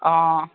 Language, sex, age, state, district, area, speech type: Assamese, female, 30-45, Assam, Biswanath, rural, conversation